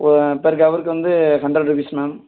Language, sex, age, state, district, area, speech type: Tamil, male, 18-30, Tamil Nadu, Virudhunagar, rural, conversation